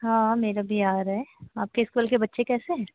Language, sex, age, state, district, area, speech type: Hindi, female, 18-30, Bihar, Madhepura, rural, conversation